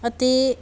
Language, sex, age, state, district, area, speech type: Punjabi, female, 18-30, Punjab, Amritsar, rural, spontaneous